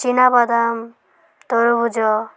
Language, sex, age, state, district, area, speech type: Odia, female, 18-30, Odisha, Malkangiri, urban, spontaneous